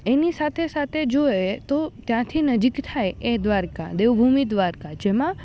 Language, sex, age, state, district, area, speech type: Gujarati, female, 18-30, Gujarat, Rajkot, urban, spontaneous